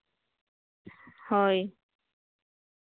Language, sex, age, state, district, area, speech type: Santali, female, 18-30, West Bengal, Bankura, rural, conversation